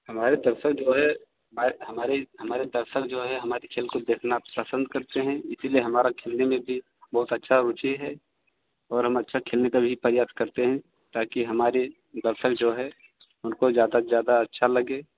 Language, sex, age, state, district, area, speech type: Hindi, male, 45-60, Uttar Pradesh, Ayodhya, rural, conversation